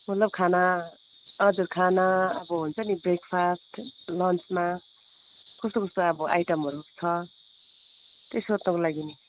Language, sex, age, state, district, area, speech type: Nepali, female, 30-45, West Bengal, Darjeeling, urban, conversation